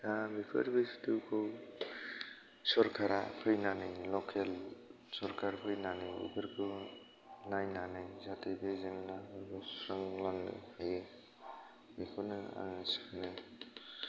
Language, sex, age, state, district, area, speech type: Bodo, male, 30-45, Assam, Kokrajhar, rural, spontaneous